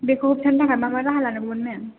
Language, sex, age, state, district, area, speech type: Bodo, female, 18-30, Assam, Kokrajhar, rural, conversation